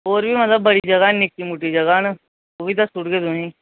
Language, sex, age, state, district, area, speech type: Dogri, male, 18-30, Jammu and Kashmir, Reasi, rural, conversation